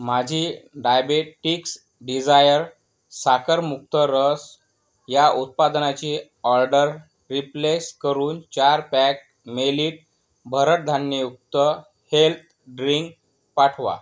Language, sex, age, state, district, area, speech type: Marathi, male, 30-45, Maharashtra, Yavatmal, rural, read